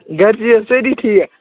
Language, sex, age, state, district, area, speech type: Kashmiri, male, 18-30, Jammu and Kashmir, Kupwara, rural, conversation